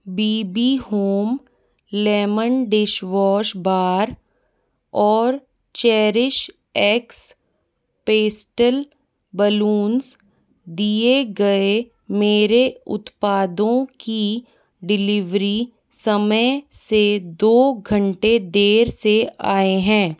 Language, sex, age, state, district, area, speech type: Hindi, female, 30-45, Rajasthan, Jaipur, urban, read